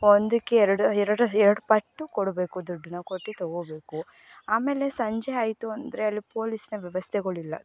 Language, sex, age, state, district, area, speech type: Kannada, female, 18-30, Karnataka, Mysore, rural, spontaneous